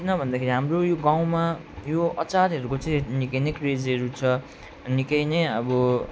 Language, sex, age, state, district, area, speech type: Nepali, male, 45-60, West Bengal, Alipurduar, urban, spontaneous